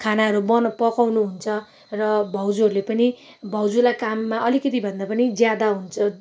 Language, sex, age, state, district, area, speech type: Nepali, female, 30-45, West Bengal, Darjeeling, urban, spontaneous